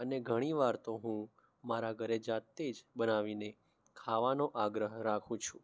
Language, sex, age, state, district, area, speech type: Gujarati, male, 18-30, Gujarat, Mehsana, rural, spontaneous